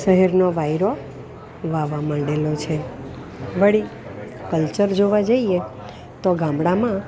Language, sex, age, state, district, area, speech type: Gujarati, female, 60+, Gujarat, Valsad, urban, spontaneous